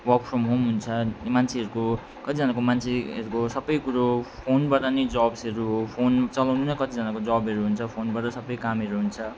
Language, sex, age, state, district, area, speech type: Nepali, male, 45-60, West Bengal, Alipurduar, urban, spontaneous